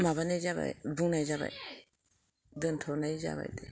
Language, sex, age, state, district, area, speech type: Bodo, female, 45-60, Assam, Kokrajhar, rural, spontaneous